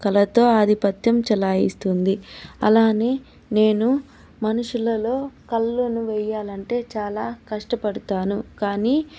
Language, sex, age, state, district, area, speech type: Telugu, female, 30-45, Andhra Pradesh, Chittoor, urban, spontaneous